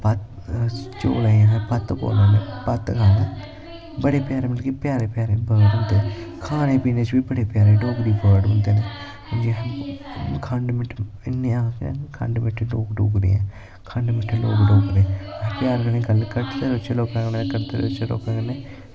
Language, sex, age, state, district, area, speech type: Dogri, male, 18-30, Jammu and Kashmir, Samba, urban, spontaneous